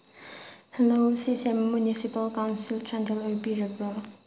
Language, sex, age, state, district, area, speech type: Manipuri, female, 30-45, Manipur, Chandel, rural, spontaneous